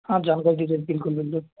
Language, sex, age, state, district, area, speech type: Urdu, male, 18-30, Delhi, North West Delhi, urban, conversation